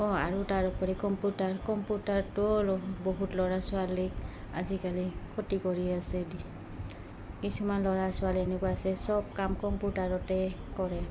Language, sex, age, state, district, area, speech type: Assamese, female, 30-45, Assam, Goalpara, rural, spontaneous